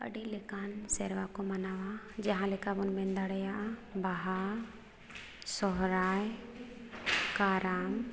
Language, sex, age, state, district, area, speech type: Santali, female, 30-45, Jharkhand, Seraikela Kharsawan, rural, spontaneous